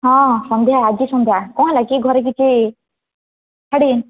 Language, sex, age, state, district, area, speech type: Odia, female, 18-30, Odisha, Rayagada, rural, conversation